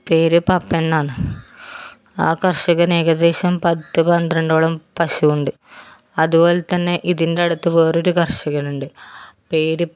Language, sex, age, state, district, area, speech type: Malayalam, female, 30-45, Kerala, Kannur, rural, spontaneous